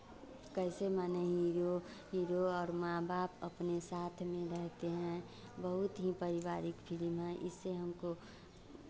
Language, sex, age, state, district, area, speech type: Hindi, female, 30-45, Bihar, Vaishali, urban, spontaneous